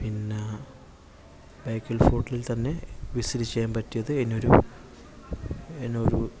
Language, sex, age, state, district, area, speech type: Malayalam, male, 18-30, Kerala, Kasaragod, urban, spontaneous